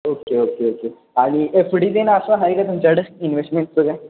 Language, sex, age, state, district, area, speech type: Marathi, male, 18-30, Maharashtra, Kolhapur, urban, conversation